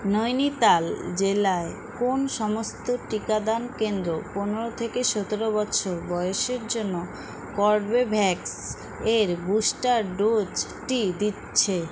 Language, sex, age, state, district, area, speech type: Bengali, female, 18-30, West Bengal, Alipurduar, rural, read